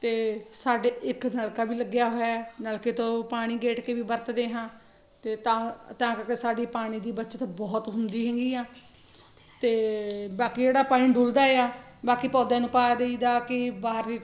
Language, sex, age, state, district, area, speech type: Punjabi, female, 45-60, Punjab, Ludhiana, urban, spontaneous